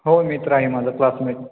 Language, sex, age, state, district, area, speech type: Marathi, male, 18-30, Maharashtra, Kolhapur, urban, conversation